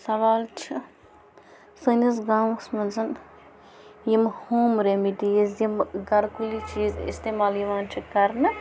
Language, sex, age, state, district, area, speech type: Kashmiri, female, 18-30, Jammu and Kashmir, Bandipora, rural, spontaneous